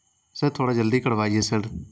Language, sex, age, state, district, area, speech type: Urdu, male, 18-30, Bihar, Saharsa, urban, spontaneous